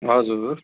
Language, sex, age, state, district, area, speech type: Nepali, male, 60+, West Bengal, Kalimpong, rural, conversation